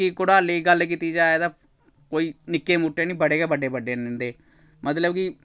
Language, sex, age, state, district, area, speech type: Dogri, male, 30-45, Jammu and Kashmir, Samba, rural, spontaneous